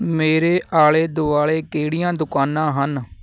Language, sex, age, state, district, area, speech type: Punjabi, male, 18-30, Punjab, Fatehgarh Sahib, rural, read